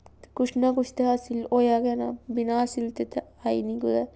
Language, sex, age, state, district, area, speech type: Dogri, female, 18-30, Jammu and Kashmir, Samba, rural, spontaneous